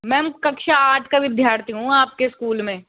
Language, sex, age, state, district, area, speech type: Hindi, female, 60+, Rajasthan, Jaipur, urban, conversation